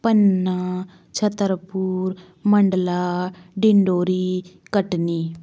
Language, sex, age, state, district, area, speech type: Hindi, female, 30-45, Madhya Pradesh, Bhopal, urban, spontaneous